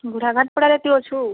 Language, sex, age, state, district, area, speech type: Odia, female, 45-60, Odisha, Boudh, rural, conversation